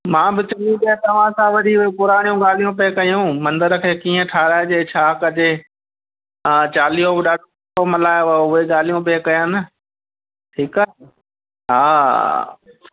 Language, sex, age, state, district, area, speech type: Sindhi, male, 45-60, Gujarat, Kutch, urban, conversation